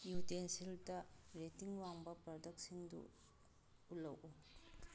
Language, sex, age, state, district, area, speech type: Manipuri, female, 60+, Manipur, Kangpokpi, urban, read